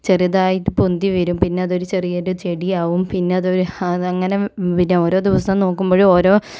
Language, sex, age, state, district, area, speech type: Malayalam, female, 45-60, Kerala, Kozhikode, urban, spontaneous